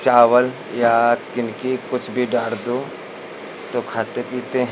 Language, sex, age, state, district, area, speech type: Hindi, male, 45-60, Uttar Pradesh, Lucknow, rural, spontaneous